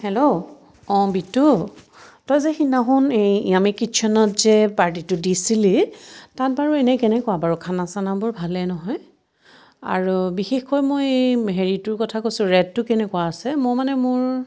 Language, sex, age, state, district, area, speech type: Assamese, female, 45-60, Assam, Biswanath, rural, spontaneous